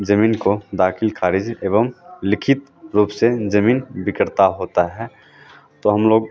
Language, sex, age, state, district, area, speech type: Hindi, male, 30-45, Bihar, Madhepura, rural, spontaneous